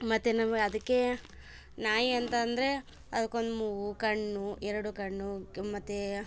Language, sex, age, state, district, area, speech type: Kannada, female, 18-30, Karnataka, Koppal, rural, spontaneous